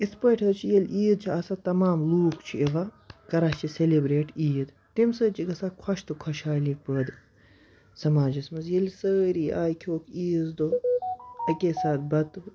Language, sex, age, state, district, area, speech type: Kashmiri, female, 18-30, Jammu and Kashmir, Baramulla, rural, spontaneous